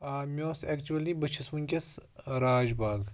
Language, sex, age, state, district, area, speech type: Kashmiri, male, 18-30, Jammu and Kashmir, Pulwama, rural, spontaneous